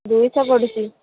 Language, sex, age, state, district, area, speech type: Odia, female, 18-30, Odisha, Puri, urban, conversation